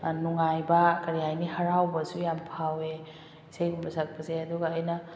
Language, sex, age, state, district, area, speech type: Manipuri, female, 30-45, Manipur, Kakching, rural, spontaneous